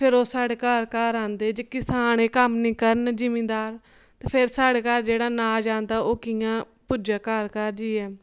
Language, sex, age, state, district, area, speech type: Dogri, female, 18-30, Jammu and Kashmir, Samba, rural, spontaneous